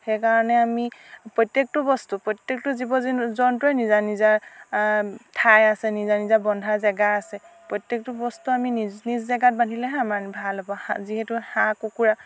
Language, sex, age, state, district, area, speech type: Assamese, female, 30-45, Assam, Dhemaji, rural, spontaneous